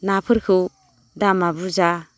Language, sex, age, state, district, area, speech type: Bodo, female, 45-60, Assam, Baksa, rural, spontaneous